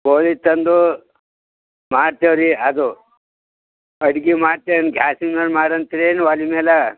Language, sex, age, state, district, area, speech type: Kannada, male, 60+, Karnataka, Bidar, rural, conversation